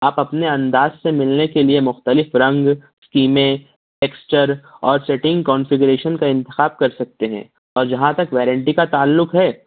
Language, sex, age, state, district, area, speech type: Urdu, male, 60+, Maharashtra, Nashik, urban, conversation